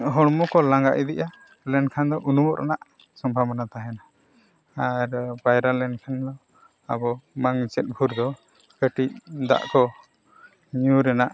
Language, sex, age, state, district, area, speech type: Santali, male, 45-60, Odisha, Mayurbhanj, rural, spontaneous